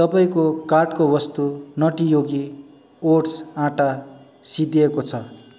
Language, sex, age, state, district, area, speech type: Nepali, male, 45-60, West Bengal, Darjeeling, rural, read